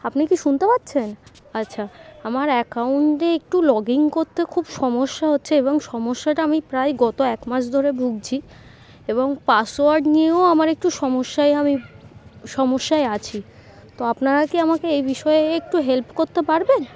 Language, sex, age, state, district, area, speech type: Bengali, female, 18-30, West Bengal, Darjeeling, urban, spontaneous